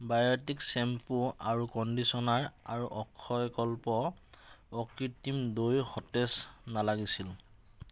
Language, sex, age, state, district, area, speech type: Assamese, male, 18-30, Assam, Nagaon, rural, read